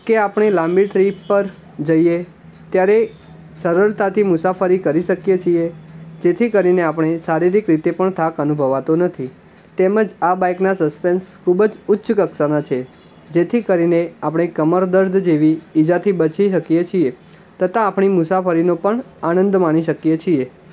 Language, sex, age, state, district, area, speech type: Gujarati, male, 18-30, Gujarat, Ahmedabad, urban, spontaneous